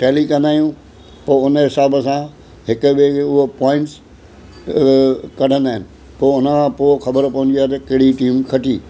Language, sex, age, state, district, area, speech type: Sindhi, male, 60+, Maharashtra, Mumbai Suburban, urban, spontaneous